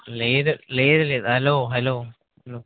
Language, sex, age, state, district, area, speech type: Telugu, male, 18-30, Telangana, Mahbubnagar, rural, conversation